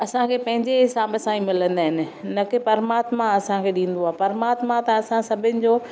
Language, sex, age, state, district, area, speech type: Sindhi, female, 60+, Maharashtra, Thane, urban, spontaneous